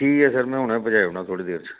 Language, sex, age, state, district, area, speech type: Dogri, male, 45-60, Jammu and Kashmir, Reasi, urban, conversation